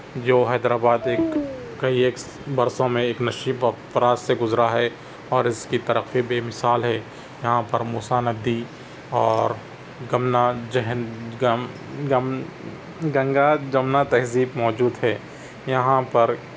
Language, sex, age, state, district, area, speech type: Urdu, male, 30-45, Telangana, Hyderabad, urban, spontaneous